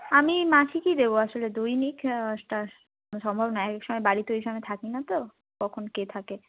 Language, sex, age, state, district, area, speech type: Bengali, female, 30-45, West Bengal, Bankura, urban, conversation